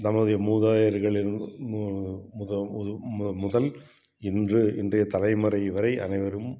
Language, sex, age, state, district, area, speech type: Tamil, male, 60+, Tamil Nadu, Tiruppur, urban, spontaneous